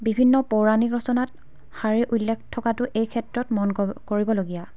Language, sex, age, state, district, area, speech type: Assamese, female, 18-30, Assam, Dibrugarh, rural, spontaneous